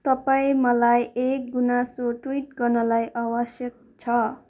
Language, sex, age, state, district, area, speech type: Nepali, female, 18-30, West Bengal, Darjeeling, rural, read